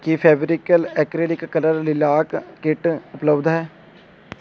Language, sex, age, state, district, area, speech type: Punjabi, male, 18-30, Punjab, Shaheed Bhagat Singh Nagar, rural, read